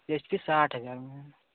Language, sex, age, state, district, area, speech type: Hindi, male, 18-30, Uttar Pradesh, Varanasi, rural, conversation